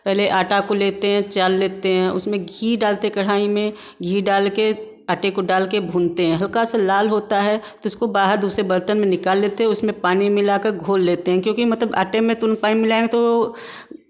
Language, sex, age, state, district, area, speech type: Hindi, female, 45-60, Uttar Pradesh, Varanasi, urban, spontaneous